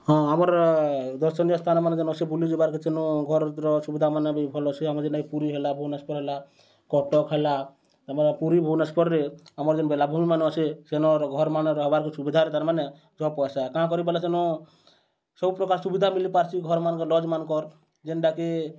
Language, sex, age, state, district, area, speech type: Odia, male, 30-45, Odisha, Bargarh, urban, spontaneous